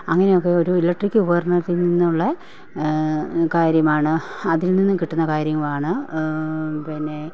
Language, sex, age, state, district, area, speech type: Malayalam, female, 45-60, Kerala, Pathanamthitta, rural, spontaneous